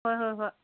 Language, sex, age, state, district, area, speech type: Manipuri, female, 60+, Manipur, Imphal East, urban, conversation